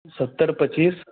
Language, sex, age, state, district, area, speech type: Maithili, male, 18-30, Bihar, Sitamarhi, rural, conversation